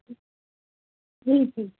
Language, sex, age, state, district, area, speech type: Sindhi, female, 18-30, Madhya Pradesh, Katni, urban, conversation